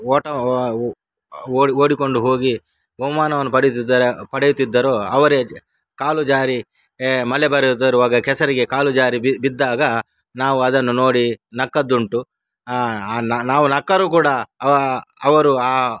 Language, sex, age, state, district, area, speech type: Kannada, male, 60+, Karnataka, Udupi, rural, spontaneous